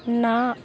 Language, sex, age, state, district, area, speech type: Punjabi, female, 18-30, Punjab, Rupnagar, rural, read